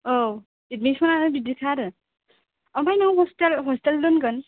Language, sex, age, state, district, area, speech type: Bodo, female, 18-30, Assam, Kokrajhar, rural, conversation